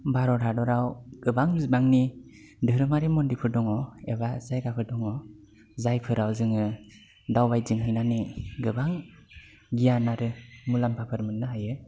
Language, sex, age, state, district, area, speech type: Bodo, male, 18-30, Assam, Kokrajhar, rural, spontaneous